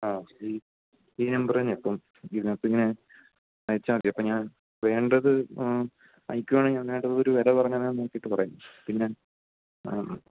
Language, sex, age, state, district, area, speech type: Malayalam, male, 18-30, Kerala, Idukki, rural, conversation